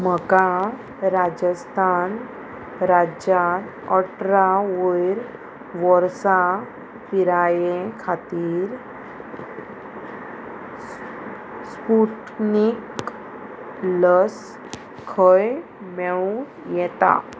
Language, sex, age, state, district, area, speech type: Goan Konkani, female, 30-45, Goa, Murmgao, urban, read